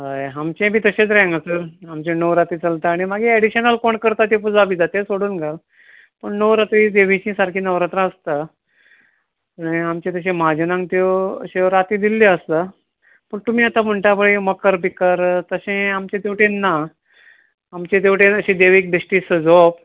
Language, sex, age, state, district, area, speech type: Goan Konkani, male, 45-60, Goa, Ponda, rural, conversation